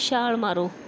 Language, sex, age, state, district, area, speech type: Punjabi, female, 18-30, Punjab, Bathinda, rural, read